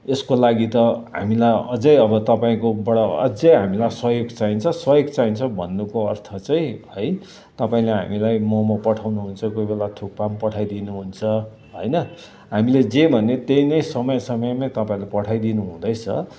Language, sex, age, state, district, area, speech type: Nepali, male, 60+, West Bengal, Kalimpong, rural, spontaneous